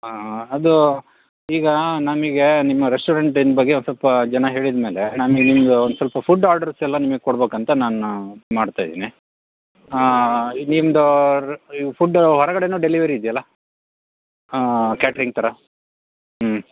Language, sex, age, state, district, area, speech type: Kannada, male, 45-60, Karnataka, Shimoga, rural, conversation